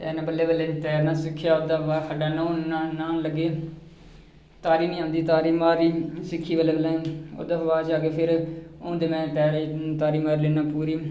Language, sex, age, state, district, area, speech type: Dogri, male, 18-30, Jammu and Kashmir, Reasi, rural, spontaneous